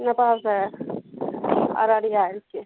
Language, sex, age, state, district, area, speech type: Maithili, female, 30-45, Bihar, Araria, rural, conversation